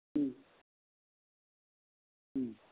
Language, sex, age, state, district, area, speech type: Tamil, male, 60+, Tamil Nadu, Kallakurichi, urban, conversation